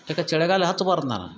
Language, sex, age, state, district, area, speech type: Kannada, male, 45-60, Karnataka, Dharwad, rural, spontaneous